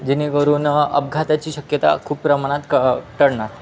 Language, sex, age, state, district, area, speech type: Marathi, male, 18-30, Maharashtra, Wardha, urban, spontaneous